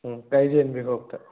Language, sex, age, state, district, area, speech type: Manipuri, male, 18-30, Manipur, Thoubal, rural, conversation